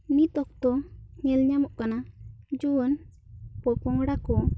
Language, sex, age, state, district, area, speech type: Santali, female, 18-30, West Bengal, Bankura, rural, spontaneous